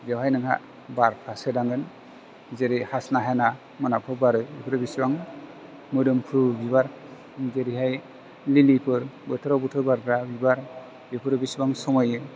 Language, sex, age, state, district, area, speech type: Bodo, male, 45-60, Assam, Chirang, rural, spontaneous